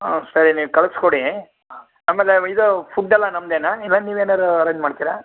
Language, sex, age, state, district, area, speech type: Kannada, male, 60+, Karnataka, Shimoga, urban, conversation